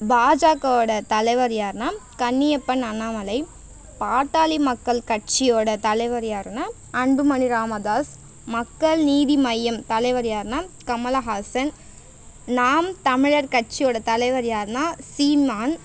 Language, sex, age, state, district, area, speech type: Tamil, female, 18-30, Tamil Nadu, Tiruvannamalai, rural, spontaneous